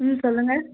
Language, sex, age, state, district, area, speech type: Tamil, female, 18-30, Tamil Nadu, Madurai, urban, conversation